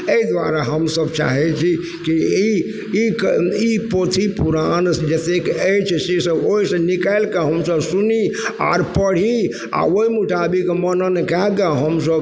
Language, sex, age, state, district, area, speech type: Maithili, male, 60+, Bihar, Supaul, rural, spontaneous